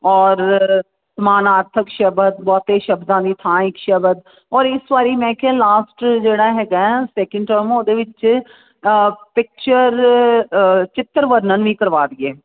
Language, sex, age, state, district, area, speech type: Punjabi, female, 45-60, Punjab, Jalandhar, urban, conversation